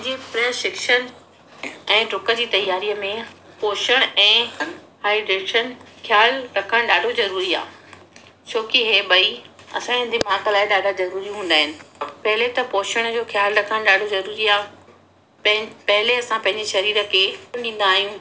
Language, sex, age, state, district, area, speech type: Sindhi, female, 30-45, Madhya Pradesh, Katni, rural, spontaneous